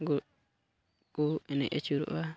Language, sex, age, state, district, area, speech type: Santali, male, 18-30, Jharkhand, Pakur, rural, spontaneous